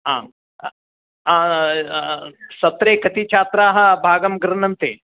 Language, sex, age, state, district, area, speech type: Sanskrit, male, 60+, Karnataka, Vijayapura, urban, conversation